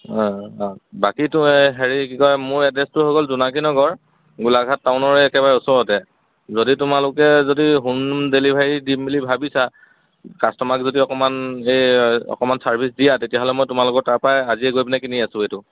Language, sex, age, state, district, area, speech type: Assamese, male, 30-45, Assam, Golaghat, rural, conversation